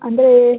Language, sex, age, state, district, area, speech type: Kannada, female, 18-30, Karnataka, Udupi, rural, conversation